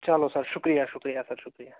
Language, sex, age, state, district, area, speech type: Kashmiri, male, 30-45, Jammu and Kashmir, Srinagar, urban, conversation